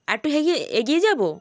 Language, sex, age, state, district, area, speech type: Bengali, female, 18-30, West Bengal, Jalpaiguri, rural, spontaneous